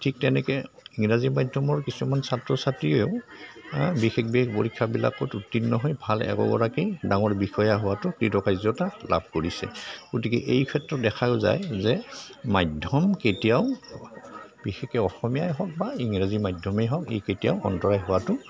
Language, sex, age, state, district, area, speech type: Assamese, male, 60+, Assam, Goalpara, rural, spontaneous